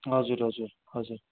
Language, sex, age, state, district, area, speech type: Nepali, male, 60+, West Bengal, Darjeeling, rural, conversation